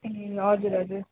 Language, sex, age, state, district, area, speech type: Nepali, female, 18-30, West Bengal, Darjeeling, rural, conversation